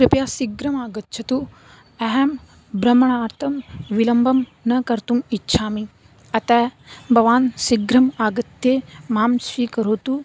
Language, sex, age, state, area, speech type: Sanskrit, female, 18-30, Rajasthan, rural, spontaneous